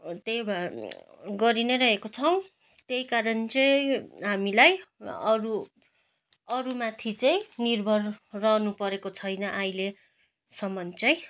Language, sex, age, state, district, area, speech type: Nepali, female, 30-45, West Bengal, Jalpaiguri, urban, spontaneous